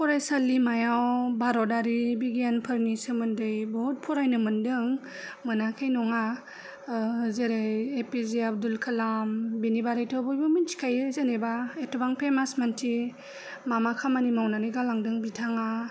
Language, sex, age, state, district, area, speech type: Bodo, female, 30-45, Assam, Kokrajhar, urban, spontaneous